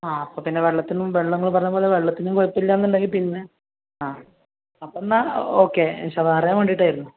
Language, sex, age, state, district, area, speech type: Malayalam, male, 30-45, Kerala, Malappuram, rural, conversation